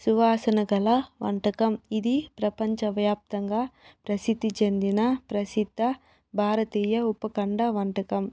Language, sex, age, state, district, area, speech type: Telugu, female, 45-60, Andhra Pradesh, Chittoor, rural, spontaneous